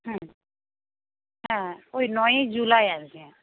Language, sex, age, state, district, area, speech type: Bengali, female, 45-60, West Bengal, Paschim Medinipur, rural, conversation